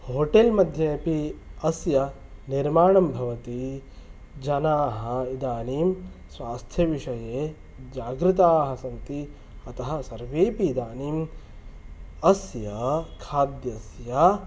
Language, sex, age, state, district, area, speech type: Sanskrit, male, 30-45, Karnataka, Kolar, rural, spontaneous